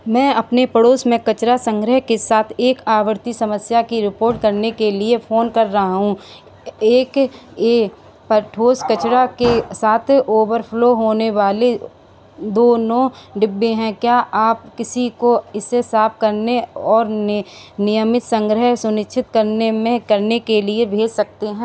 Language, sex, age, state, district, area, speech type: Hindi, female, 45-60, Uttar Pradesh, Sitapur, rural, read